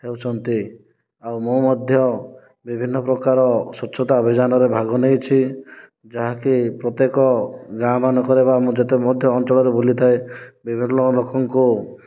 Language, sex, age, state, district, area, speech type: Odia, male, 30-45, Odisha, Kandhamal, rural, spontaneous